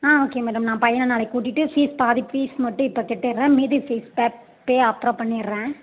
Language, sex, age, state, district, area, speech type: Tamil, female, 30-45, Tamil Nadu, Mayiladuthurai, urban, conversation